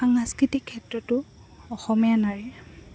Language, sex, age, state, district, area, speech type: Assamese, female, 18-30, Assam, Goalpara, urban, spontaneous